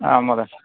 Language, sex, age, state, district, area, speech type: Sanskrit, male, 45-60, Karnataka, Vijayanagara, rural, conversation